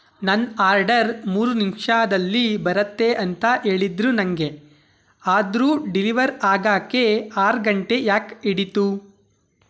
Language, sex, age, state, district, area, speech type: Kannada, male, 18-30, Karnataka, Tumkur, urban, read